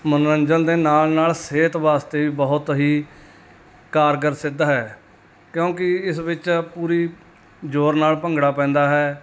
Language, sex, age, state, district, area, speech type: Punjabi, male, 30-45, Punjab, Mansa, urban, spontaneous